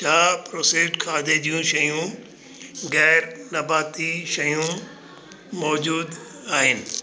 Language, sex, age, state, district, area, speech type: Sindhi, male, 60+, Delhi, South Delhi, urban, read